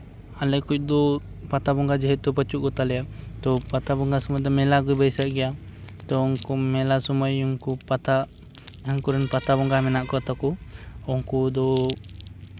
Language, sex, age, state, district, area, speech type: Santali, male, 18-30, West Bengal, Purba Bardhaman, rural, spontaneous